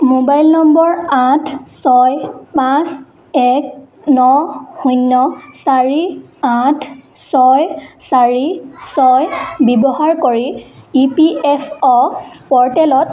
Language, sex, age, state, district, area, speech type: Assamese, female, 18-30, Assam, Dhemaji, urban, read